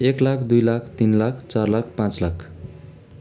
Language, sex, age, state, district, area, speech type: Nepali, male, 18-30, West Bengal, Darjeeling, rural, spontaneous